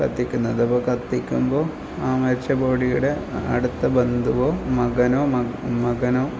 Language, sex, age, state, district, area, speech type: Malayalam, male, 30-45, Kerala, Kasaragod, rural, spontaneous